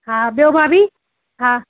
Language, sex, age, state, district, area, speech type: Sindhi, female, 30-45, Madhya Pradesh, Katni, urban, conversation